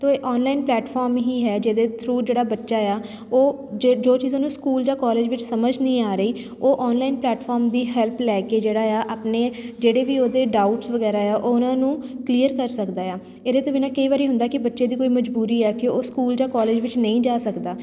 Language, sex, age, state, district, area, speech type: Punjabi, female, 30-45, Punjab, Shaheed Bhagat Singh Nagar, urban, spontaneous